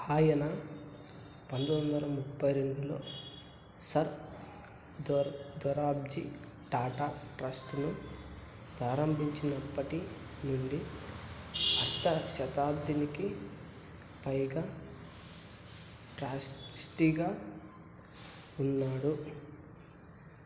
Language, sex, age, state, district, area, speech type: Telugu, male, 30-45, Andhra Pradesh, Kadapa, rural, read